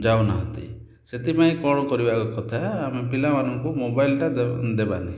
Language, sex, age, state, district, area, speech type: Odia, male, 30-45, Odisha, Kalahandi, rural, spontaneous